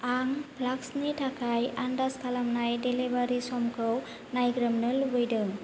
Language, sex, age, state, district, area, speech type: Bodo, female, 18-30, Assam, Kokrajhar, urban, read